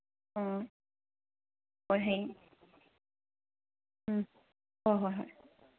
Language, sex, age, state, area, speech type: Manipuri, female, 30-45, Manipur, urban, conversation